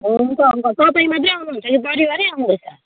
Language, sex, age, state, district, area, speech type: Nepali, female, 30-45, West Bengal, Kalimpong, rural, conversation